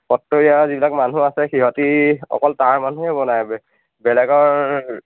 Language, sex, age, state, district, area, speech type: Assamese, male, 18-30, Assam, Majuli, urban, conversation